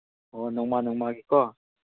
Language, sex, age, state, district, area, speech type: Manipuri, male, 18-30, Manipur, Chandel, rural, conversation